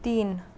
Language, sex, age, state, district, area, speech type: Marathi, female, 18-30, Maharashtra, Mumbai Suburban, urban, read